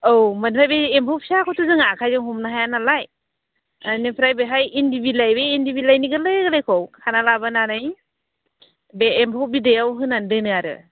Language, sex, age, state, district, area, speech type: Bodo, female, 45-60, Assam, Baksa, rural, conversation